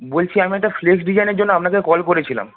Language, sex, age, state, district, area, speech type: Bengali, male, 18-30, West Bengal, North 24 Parganas, urban, conversation